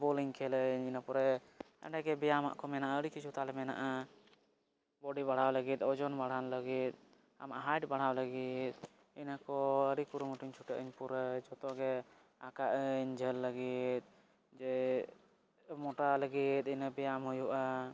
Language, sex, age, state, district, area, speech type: Santali, male, 18-30, Jharkhand, East Singhbhum, rural, spontaneous